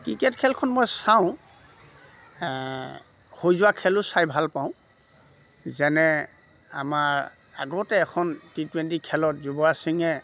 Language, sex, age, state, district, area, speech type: Assamese, male, 30-45, Assam, Lakhimpur, urban, spontaneous